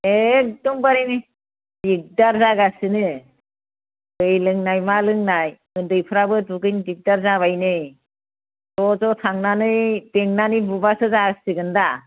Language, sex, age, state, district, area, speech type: Bodo, female, 45-60, Assam, Chirang, rural, conversation